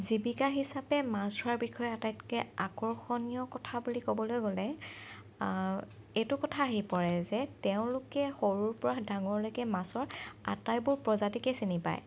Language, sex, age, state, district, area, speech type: Assamese, female, 30-45, Assam, Morigaon, rural, spontaneous